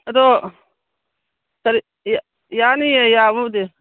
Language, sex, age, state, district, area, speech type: Manipuri, female, 45-60, Manipur, Kangpokpi, urban, conversation